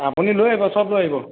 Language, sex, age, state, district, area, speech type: Assamese, male, 30-45, Assam, Sivasagar, urban, conversation